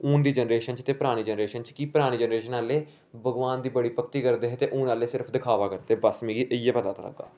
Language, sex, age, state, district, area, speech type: Dogri, male, 18-30, Jammu and Kashmir, Samba, rural, spontaneous